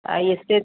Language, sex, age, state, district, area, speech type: Odia, female, 60+, Odisha, Gajapati, rural, conversation